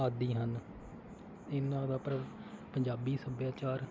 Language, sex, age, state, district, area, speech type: Punjabi, male, 30-45, Punjab, Faridkot, rural, spontaneous